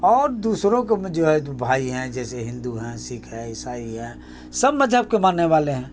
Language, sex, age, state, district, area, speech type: Urdu, male, 60+, Bihar, Khagaria, rural, spontaneous